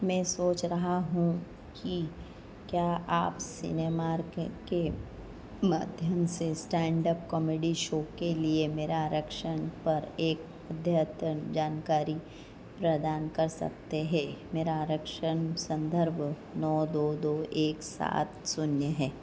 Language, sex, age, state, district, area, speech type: Hindi, female, 45-60, Madhya Pradesh, Harda, urban, read